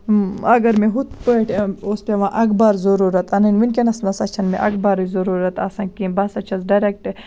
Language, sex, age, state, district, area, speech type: Kashmiri, female, 18-30, Jammu and Kashmir, Baramulla, rural, spontaneous